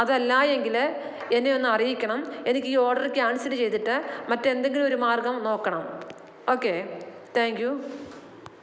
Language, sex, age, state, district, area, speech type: Malayalam, female, 45-60, Kerala, Alappuzha, rural, spontaneous